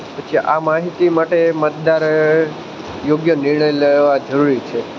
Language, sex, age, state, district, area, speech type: Gujarati, male, 18-30, Gujarat, Junagadh, urban, spontaneous